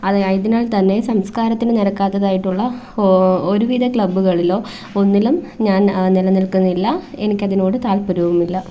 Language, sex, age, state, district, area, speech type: Malayalam, female, 18-30, Kerala, Thiruvananthapuram, rural, spontaneous